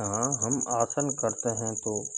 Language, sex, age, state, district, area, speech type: Hindi, male, 30-45, Rajasthan, Karauli, rural, spontaneous